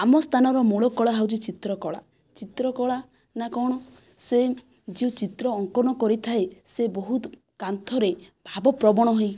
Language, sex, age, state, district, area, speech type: Odia, female, 45-60, Odisha, Kandhamal, rural, spontaneous